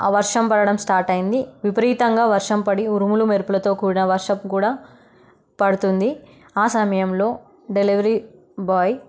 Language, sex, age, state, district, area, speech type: Telugu, female, 30-45, Telangana, Peddapalli, rural, spontaneous